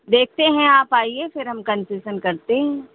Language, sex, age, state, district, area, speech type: Hindi, female, 60+, Uttar Pradesh, Hardoi, rural, conversation